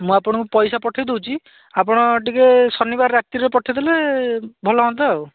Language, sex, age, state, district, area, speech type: Odia, male, 45-60, Odisha, Bhadrak, rural, conversation